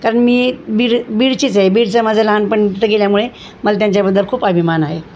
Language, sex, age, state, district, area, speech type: Marathi, female, 60+, Maharashtra, Osmanabad, rural, spontaneous